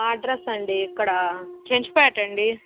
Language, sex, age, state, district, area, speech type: Telugu, female, 18-30, Andhra Pradesh, Guntur, rural, conversation